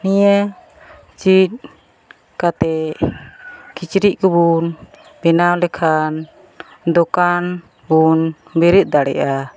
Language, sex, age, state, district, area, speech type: Santali, female, 30-45, West Bengal, Malda, rural, spontaneous